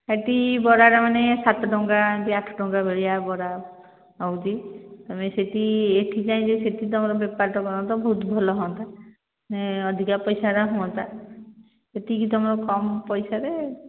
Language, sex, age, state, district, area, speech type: Odia, female, 45-60, Odisha, Angul, rural, conversation